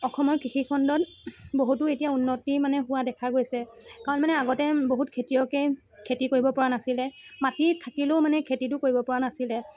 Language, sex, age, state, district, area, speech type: Assamese, female, 18-30, Assam, Sivasagar, urban, spontaneous